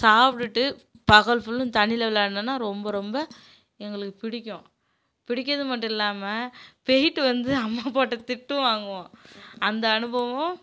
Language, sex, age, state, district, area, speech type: Tamil, female, 30-45, Tamil Nadu, Kallakurichi, urban, spontaneous